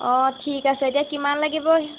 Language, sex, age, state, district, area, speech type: Assamese, female, 18-30, Assam, Golaghat, rural, conversation